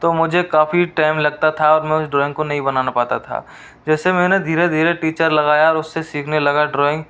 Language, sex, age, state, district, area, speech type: Hindi, male, 30-45, Rajasthan, Jodhpur, rural, spontaneous